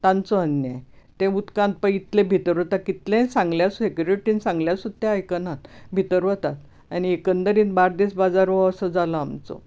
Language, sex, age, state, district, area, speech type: Goan Konkani, female, 60+, Goa, Bardez, urban, spontaneous